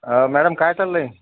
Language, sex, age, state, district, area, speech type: Marathi, male, 30-45, Maharashtra, Yavatmal, rural, conversation